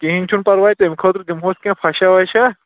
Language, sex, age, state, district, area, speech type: Kashmiri, male, 18-30, Jammu and Kashmir, Kulgam, rural, conversation